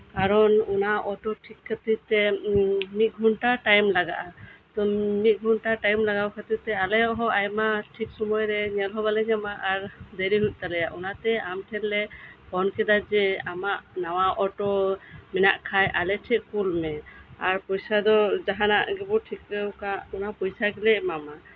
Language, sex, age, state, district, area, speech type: Santali, female, 30-45, West Bengal, Birbhum, rural, spontaneous